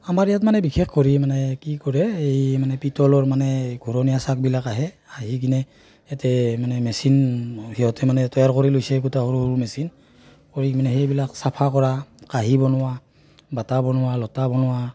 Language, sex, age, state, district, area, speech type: Assamese, male, 30-45, Assam, Barpeta, rural, spontaneous